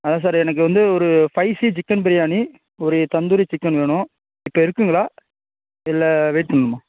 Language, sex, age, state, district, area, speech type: Tamil, male, 45-60, Tamil Nadu, Ariyalur, rural, conversation